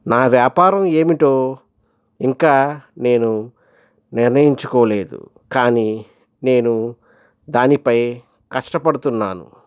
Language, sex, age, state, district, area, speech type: Telugu, male, 45-60, Andhra Pradesh, East Godavari, rural, spontaneous